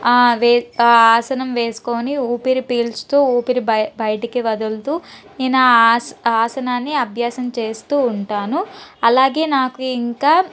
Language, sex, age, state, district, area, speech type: Telugu, female, 18-30, Andhra Pradesh, Palnadu, urban, spontaneous